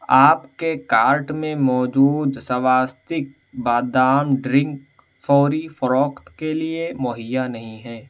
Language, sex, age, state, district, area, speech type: Urdu, male, 18-30, Uttar Pradesh, Siddharthnagar, rural, read